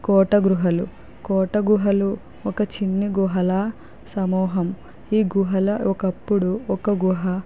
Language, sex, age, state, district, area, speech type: Telugu, female, 45-60, Andhra Pradesh, Kakinada, rural, spontaneous